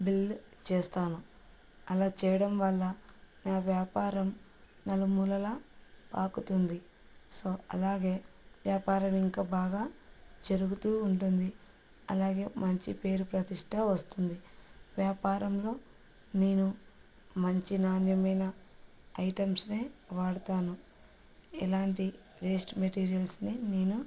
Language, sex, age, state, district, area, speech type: Telugu, female, 30-45, Andhra Pradesh, Kurnool, rural, spontaneous